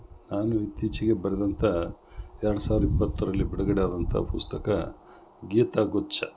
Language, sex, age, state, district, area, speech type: Kannada, male, 60+, Karnataka, Gulbarga, urban, spontaneous